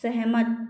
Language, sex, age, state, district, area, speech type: Hindi, female, 18-30, Madhya Pradesh, Gwalior, rural, read